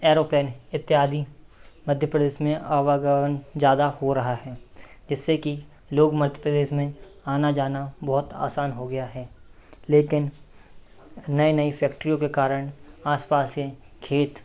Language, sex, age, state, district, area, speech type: Hindi, male, 18-30, Madhya Pradesh, Seoni, urban, spontaneous